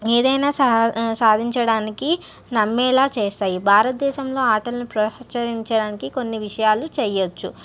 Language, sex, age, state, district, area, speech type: Telugu, female, 60+, Andhra Pradesh, N T Rama Rao, urban, spontaneous